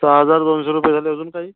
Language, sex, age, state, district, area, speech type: Marathi, male, 18-30, Maharashtra, Gondia, rural, conversation